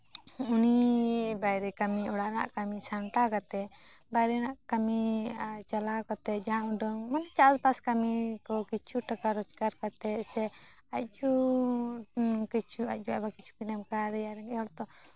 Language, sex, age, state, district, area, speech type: Santali, female, 18-30, West Bengal, Jhargram, rural, spontaneous